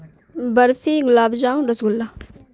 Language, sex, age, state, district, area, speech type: Urdu, female, 18-30, Bihar, Khagaria, rural, spontaneous